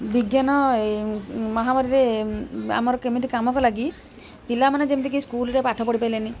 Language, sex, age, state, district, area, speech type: Odia, female, 45-60, Odisha, Rayagada, rural, spontaneous